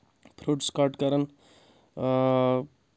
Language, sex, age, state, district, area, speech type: Kashmiri, male, 18-30, Jammu and Kashmir, Anantnag, rural, spontaneous